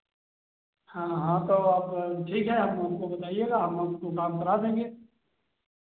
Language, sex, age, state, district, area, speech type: Hindi, male, 30-45, Uttar Pradesh, Sitapur, rural, conversation